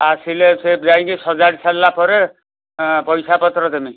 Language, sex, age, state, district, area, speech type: Odia, male, 60+, Odisha, Kendujhar, urban, conversation